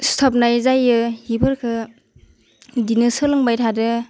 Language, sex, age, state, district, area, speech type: Bodo, female, 18-30, Assam, Udalguri, urban, spontaneous